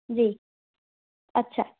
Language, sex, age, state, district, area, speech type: Assamese, female, 18-30, Assam, Charaideo, urban, conversation